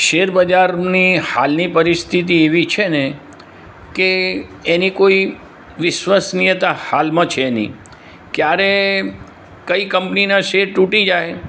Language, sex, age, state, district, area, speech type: Gujarati, male, 60+, Gujarat, Aravalli, urban, spontaneous